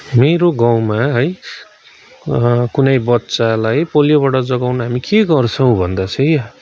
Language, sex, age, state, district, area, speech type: Nepali, male, 30-45, West Bengal, Kalimpong, rural, spontaneous